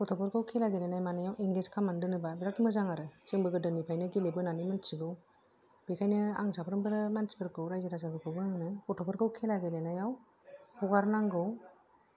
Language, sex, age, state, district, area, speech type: Bodo, female, 45-60, Assam, Kokrajhar, urban, spontaneous